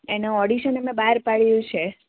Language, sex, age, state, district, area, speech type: Gujarati, female, 18-30, Gujarat, Surat, rural, conversation